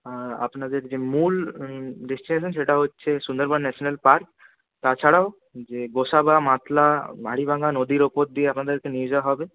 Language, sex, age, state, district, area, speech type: Bengali, male, 30-45, West Bengal, Purulia, urban, conversation